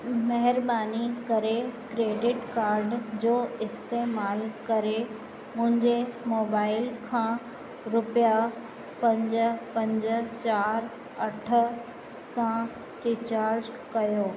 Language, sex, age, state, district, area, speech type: Sindhi, female, 45-60, Uttar Pradesh, Lucknow, rural, read